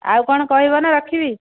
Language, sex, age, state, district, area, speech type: Odia, female, 30-45, Odisha, Dhenkanal, rural, conversation